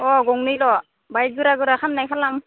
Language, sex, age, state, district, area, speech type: Bodo, female, 18-30, Assam, Udalguri, urban, conversation